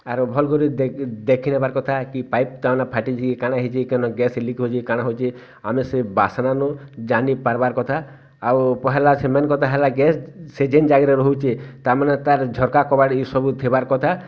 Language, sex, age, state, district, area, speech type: Odia, male, 60+, Odisha, Bargarh, rural, spontaneous